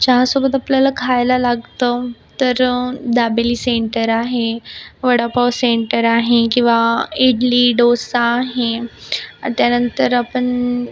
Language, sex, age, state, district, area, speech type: Marathi, female, 18-30, Maharashtra, Buldhana, rural, spontaneous